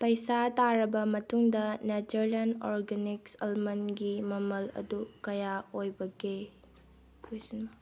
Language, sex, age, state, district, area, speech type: Manipuri, female, 18-30, Manipur, Bishnupur, rural, read